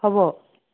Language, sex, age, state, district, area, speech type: Assamese, female, 45-60, Assam, Dhemaji, rural, conversation